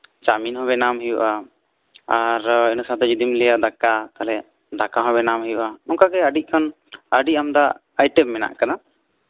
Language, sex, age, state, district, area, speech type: Santali, male, 18-30, West Bengal, Bankura, rural, conversation